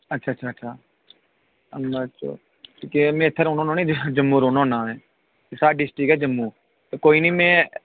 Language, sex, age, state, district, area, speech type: Dogri, male, 18-30, Jammu and Kashmir, Udhampur, urban, conversation